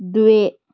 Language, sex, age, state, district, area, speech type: Sanskrit, other, 18-30, Andhra Pradesh, Chittoor, urban, read